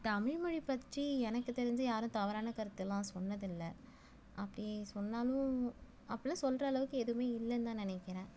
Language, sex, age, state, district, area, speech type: Tamil, female, 30-45, Tamil Nadu, Nagapattinam, rural, spontaneous